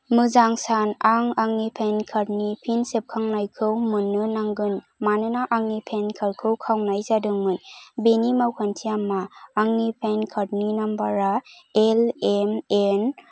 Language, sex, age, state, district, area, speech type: Bodo, female, 18-30, Assam, Kokrajhar, rural, read